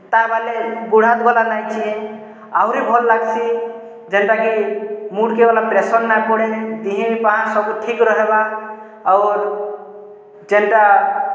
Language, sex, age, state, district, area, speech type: Odia, male, 30-45, Odisha, Boudh, rural, spontaneous